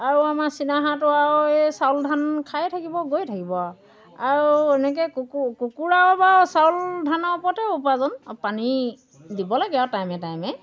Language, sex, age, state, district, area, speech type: Assamese, female, 60+, Assam, Golaghat, rural, spontaneous